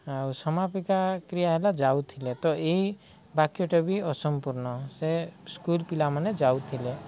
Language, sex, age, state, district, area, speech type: Odia, male, 30-45, Odisha, Koraput, urban, spontaneous